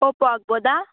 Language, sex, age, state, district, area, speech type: Kannada, female, 18-30, Karnataka, Udupi, rural, conversation